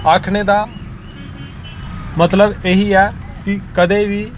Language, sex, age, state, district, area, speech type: Dogri, male, 18-30, Jammu and Kashmir, Kathua, rural, spontaneous